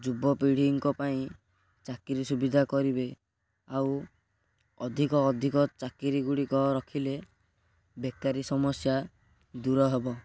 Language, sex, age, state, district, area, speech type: Odia, male, 18-30, Odisha, Cuttack, urban, spontaneous